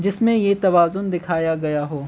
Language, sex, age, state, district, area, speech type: Urdu, male, 18-30, Delhi, North East Delhi, urban, spontaneous